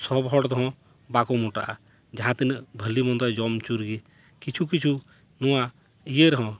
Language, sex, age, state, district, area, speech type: Santali, male, 30-45, West Bengal, Paschim Bardhaman, rural, spontaneous